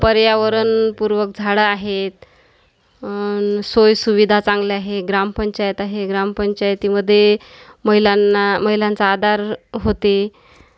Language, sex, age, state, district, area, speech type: Marathi, female, 30-45, Maharashtra, Washim, rural, spontaneous